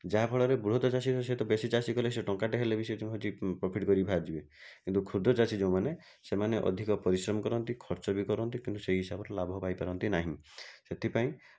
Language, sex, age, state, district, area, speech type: Odia, male, 60+, Odisha, Bhadrak, rural, spontaneous